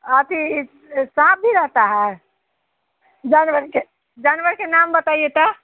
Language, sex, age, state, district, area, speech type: Hindi, female, 60+, Bihar, Samastipur, urban, conversation